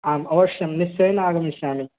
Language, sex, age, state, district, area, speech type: Sanskrit, male, 18-30, Bihar, East Champaran, urban, conversation